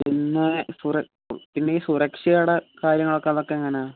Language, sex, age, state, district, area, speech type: Malayalam, male, 18-30, Kerala, Kollam, rural, conversation